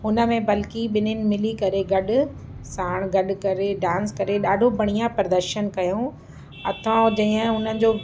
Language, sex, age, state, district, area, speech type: Sindhi, female, 45-60, Uttar Pradesh, Lucknow, urban, spontaneous